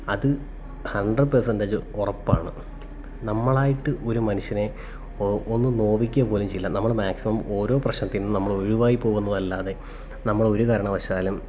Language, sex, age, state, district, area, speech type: Malayalam, male, 30-45, Kerala, Kollam, rural, spontaneous